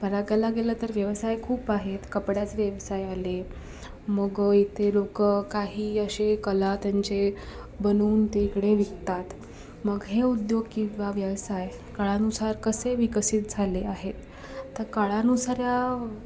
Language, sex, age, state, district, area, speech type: Marathi, female, 18-30, Maharashtra, Raigad, rural, spontaneous